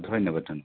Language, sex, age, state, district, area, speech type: Assamese, male, 45-60, Assam, Charaideo, urban, conversation